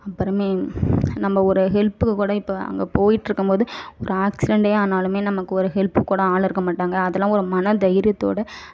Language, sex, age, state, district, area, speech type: Tamil, female, 45-60, Tamil Nadu, Ariyalur, rural, spontaneous